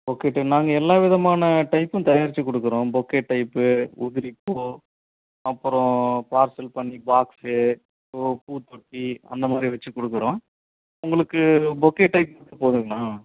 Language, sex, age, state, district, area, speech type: Tamil, male, 30-45, Tamil Nadu, Erode, rural, conversation